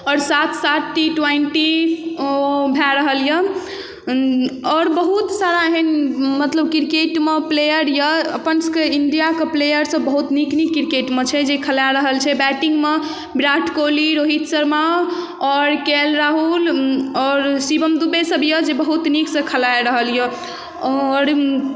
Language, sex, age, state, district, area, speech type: Maithili, female, 18-30, Bihar, Darbhanga, rural, spontaneous